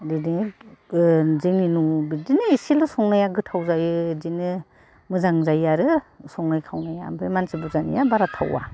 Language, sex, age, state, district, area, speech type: Bodo, female, 60+, Assam, Kokrajhar, urban, spontaneous